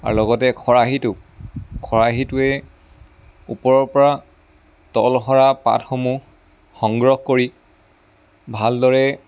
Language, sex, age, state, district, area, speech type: Assamese, male, 30-45, Assam, Lakhimpur, rural, spontaneous